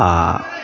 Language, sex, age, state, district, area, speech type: Maithili, male, 30-45, Bihar, Madhepura, urban, spontaneous